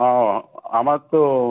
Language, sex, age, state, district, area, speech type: Bengali, male, 60+, West Bengal, South 24 Parganas, urban, conversation